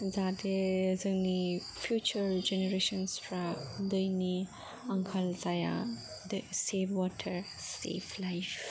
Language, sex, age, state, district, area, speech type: Bodo, female, 18-30, Assam, Kokrajhar, rural, spontaneous